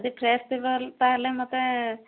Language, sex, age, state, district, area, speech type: Odia, female, 45-60, Odisha, Angul, rural, conversation